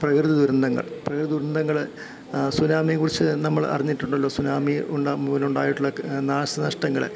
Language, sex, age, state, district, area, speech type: Malayalam, male, 60+, Kerala, Kottayam, urban, spontaneous